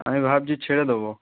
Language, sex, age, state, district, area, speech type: Bengali, male, 18-30, West Bengal, Howrah, urban, conversation